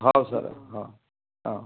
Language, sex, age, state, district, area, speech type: Marathi, male, 45-60, Maharashtra, Wardha, urban, conversation